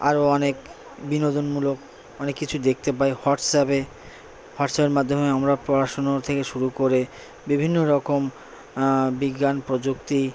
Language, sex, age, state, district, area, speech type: Bengali, male, 60+, West Bengal, Purba Bardhaman, rural, spontaneous